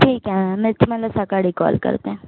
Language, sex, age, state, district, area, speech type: Marathi, female, 30-45, Maharashtra, Nagpur, urban, conversation